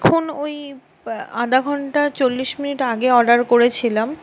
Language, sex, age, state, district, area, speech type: Bengali, female, 30-45, West Bengal, Purba Bardhaman, urban, spontaneous